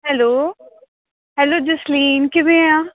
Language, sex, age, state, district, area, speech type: Punjabi, female, 18-30, Punjab, Amritsar, urban, conversation